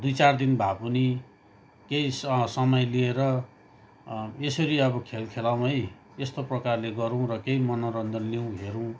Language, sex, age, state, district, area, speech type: Nepali, male, 30-45, West Bengal, Kalimpong, rural, spontaneous